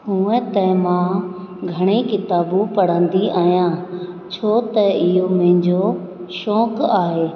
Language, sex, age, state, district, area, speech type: Sindhi, female, 30-45, Rajasthan, Ajmer, urban, spontaneous